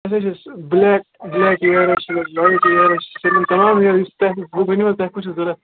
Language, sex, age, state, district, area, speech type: Kashmiri, male, 18-30, Jammu and Kashmir, Bandipora, rural, conversation